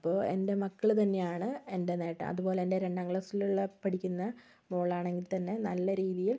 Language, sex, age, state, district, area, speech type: Malayalam, female, 18-30, Kerala, Kozhikode, urban, spontaneous